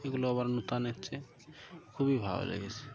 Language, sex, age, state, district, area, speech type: Bengali, male, 30-45, West Bengal, Birbhum, urban, spontaneous